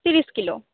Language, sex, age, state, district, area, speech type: Bengali, female, 18-30, West Bengal, Paschim Medinipur, rural, conversation